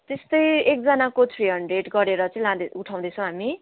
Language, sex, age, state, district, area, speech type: Nepali, female, 18-30, West Bengal, Kalimpong, rural, conversation